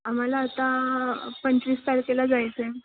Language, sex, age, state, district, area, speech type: Marathi, female, 18-30, Maharashtra, Ratnagiri, rural, conversation